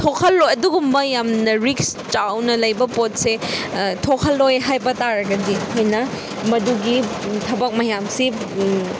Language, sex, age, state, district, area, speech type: Manipuri, female, 45-60, Manipur, Chandel, rural, spontaneous